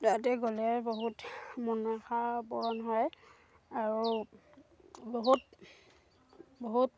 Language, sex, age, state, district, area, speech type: Assamese, female, 18-30, Assam, Dhemaji, urban, spontaneous